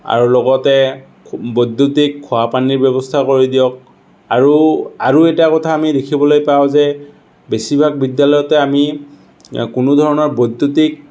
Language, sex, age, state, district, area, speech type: Assamese, male, 60+, Assam, Morigaon, rural, spontaneous